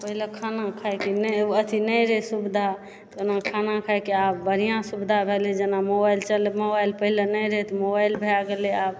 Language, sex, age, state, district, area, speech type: Maithili, female, 30-45, Bihar, Supaul, urban, spontaneous